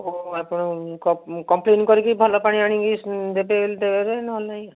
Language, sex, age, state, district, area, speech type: Odia, female, 60+, Odisha, Gajapati, rural, conversation